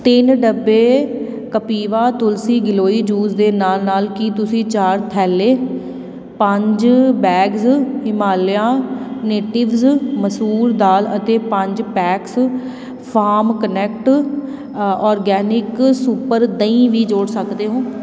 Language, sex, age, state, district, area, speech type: Punjabi, female, 30-45, Punjab, Tarn Taran, urban, read